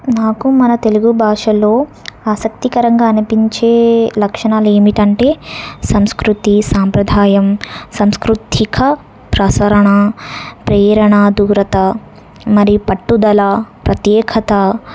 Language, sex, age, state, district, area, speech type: Telugu, female, 18-30, Telangana, Suryapet, urban, spontaneous